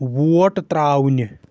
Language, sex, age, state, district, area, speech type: Kashmiri, male, 18-30, Jammu and Kashmir, Shopian, rural, read